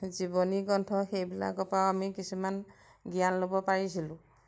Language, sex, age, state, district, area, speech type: Assamese, female, 45-60, Assam, Majuli, rural, spontaneous